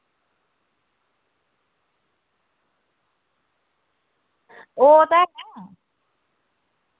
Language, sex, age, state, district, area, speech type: Dogri, female, 18-30, Jammu and Kashmir, Udhampur, rural, conversation